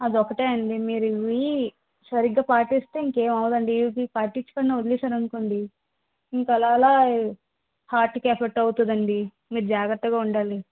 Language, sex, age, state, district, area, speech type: Telugu, female, 30-45, Andhra Pradesh, Vizianagaram, rural, conversation